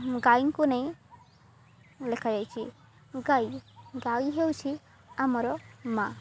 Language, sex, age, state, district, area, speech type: Odia, female, 18-30, Odisha, Balangir, urban, spontaneous